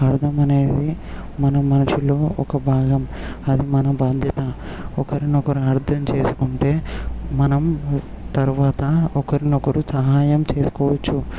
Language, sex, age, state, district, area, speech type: Telugu, male, 18-30, Telangana, Vikarabad, urban, spontaneous